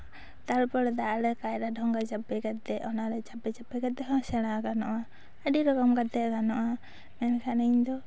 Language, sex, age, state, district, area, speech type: Santali, female, 18-30, West Bengal, Jhargram, rural, spontaneous